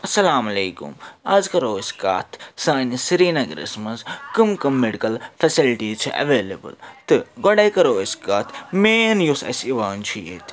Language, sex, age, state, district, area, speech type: Kashmiri, male, 30-45, Jammu and Kashmir, Srinagar, urban, spontaneous